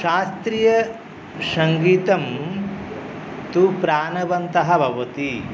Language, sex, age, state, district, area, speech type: Sanskrit, male, 30-45, West Bengal, North 24 Parganas, urban, spontaneous